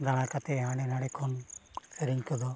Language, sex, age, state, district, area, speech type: Santali, male, 45-60, Odisha, Mayurbhanj, rural, spontaneous